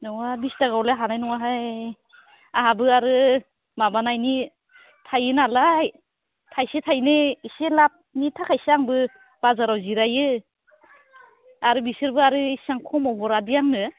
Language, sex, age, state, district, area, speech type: Bodo, female, 30-45, Assam, Udalguri, urban, conversation